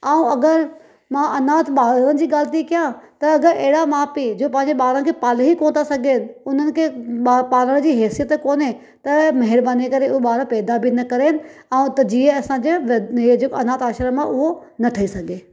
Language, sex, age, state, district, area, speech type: Sindhi, female, 30-45, Maharashtra, Thane, urban, spontaneous